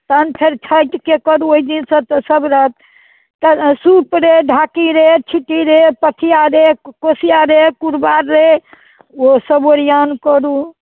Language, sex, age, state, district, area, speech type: Maithili, female, 60+, Bihar, Muzaffarpur, rural, conversation